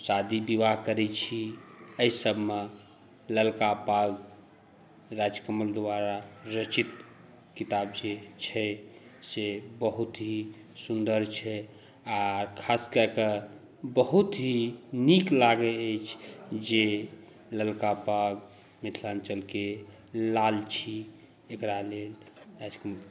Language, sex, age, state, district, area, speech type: Maithili, male, 30-45, Bihar, Saharsa, urban, spontaneous